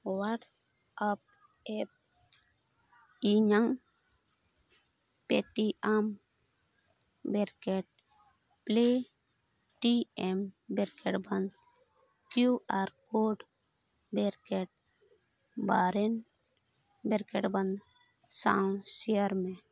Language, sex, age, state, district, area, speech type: Santali, female, 30-45, Jharkhand, Pakur, rural, read